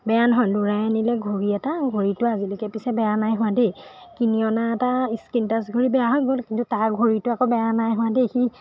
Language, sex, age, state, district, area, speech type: Assamese, female, 30-45, Assam, Golaghat, urban, spontaneous